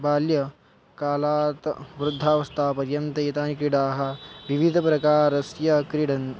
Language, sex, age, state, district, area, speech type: Sanskrit, male, 18-30, Maharashtra, Buldhana, urban, spontaneous